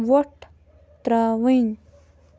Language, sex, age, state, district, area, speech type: Kashmiri, female, 30-45, Jammu and Kashmir, Bandipora, rural, read